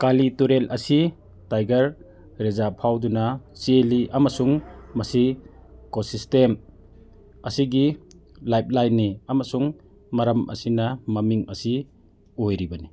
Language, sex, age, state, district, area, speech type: Manipuri, male, 45-60, Manipur, Churachandpur, urban, read